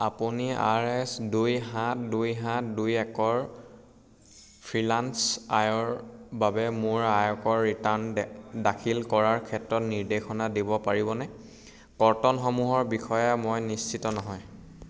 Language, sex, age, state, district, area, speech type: Assamese, male, 18-30, Assam, Sivasagar, rural, read